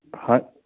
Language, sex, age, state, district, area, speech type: Punjabi, male, 30-45, Punjab, Shaheed Bhagat Singh Nagar, urban, conversation